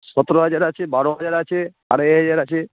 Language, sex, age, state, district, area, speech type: Bengali, male, 45-60, West Bengal, Hooghly, rural, conversation